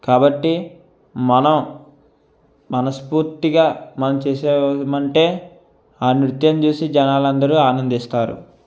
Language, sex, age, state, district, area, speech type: Telugu, male, 18-30, Andhra Pradesh, East Godavari, urban, spontaneous